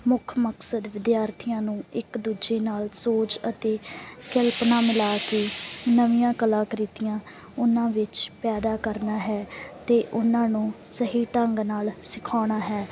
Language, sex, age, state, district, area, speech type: Punjabi, female, 18-30, Punjab, Bathinda, rural, spontaneous